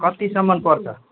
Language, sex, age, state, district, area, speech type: Nepali, male, 30-45, West Bengal, Alipurduar, urban, conversation